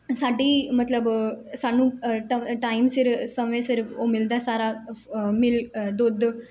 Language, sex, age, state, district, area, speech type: Punjabi, female, 18-30, Punjab, Mansa, urban, spontaneous